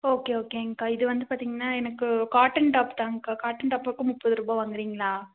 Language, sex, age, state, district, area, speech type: Tamil, female, 18-30, Tamil Nadu, Nilgiris, urban, conversation